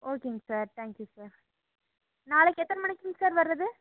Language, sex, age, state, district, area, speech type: Tamil, female, 18-30, Tamil Nadu, Coimbatore, rural, conversation